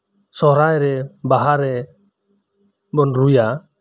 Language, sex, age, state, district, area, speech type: Santali, male, 30-45, West Bengal, Birbhum, rural, spontaneous